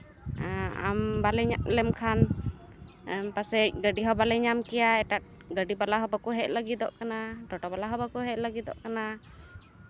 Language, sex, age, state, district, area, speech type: Santali, female, 18-30, West Bengal, Uttar Dinajpur, rural, spontaneous